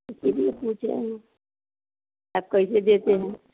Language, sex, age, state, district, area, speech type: Hindi, female, 45-60, Bihar, Vaishali, rural, conversation